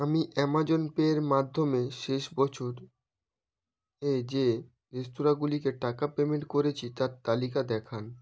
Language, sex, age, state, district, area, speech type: Bengali, male, 18-30, West Bengal, North 24 Parganas, rural, read